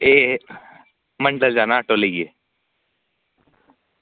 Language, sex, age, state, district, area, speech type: Dogri, male, 18-30, Jammu and Kashmir, Samba, rural, conversation